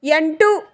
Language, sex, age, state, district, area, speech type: Kannada, female, 30-45, Karnataka, Bidar, urban, read